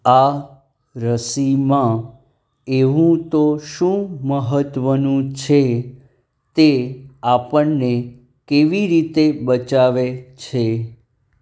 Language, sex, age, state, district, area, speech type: Gujarati, male, 30-45, Gujarat, Anand, urban, read